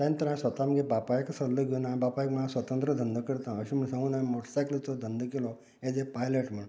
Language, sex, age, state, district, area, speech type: Goan Konkani, male, 45-60, Goa, Canacona, rural, spontaneous